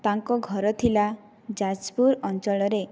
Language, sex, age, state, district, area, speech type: Odia, female, 18-30, Odisha, Kandhamal, rural, spontaneous